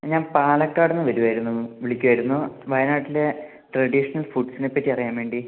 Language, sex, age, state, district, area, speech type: Malayalam, male, 18-30, Kerala, Wayanad, rural, conversation